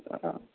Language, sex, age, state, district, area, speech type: Dogri, male, 30-45, Jammu and Kashmir, Reasi, urban, conversation